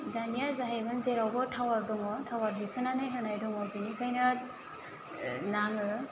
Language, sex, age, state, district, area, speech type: Bodo, female, 30-45, Assam, Chirang, rural, spontaneous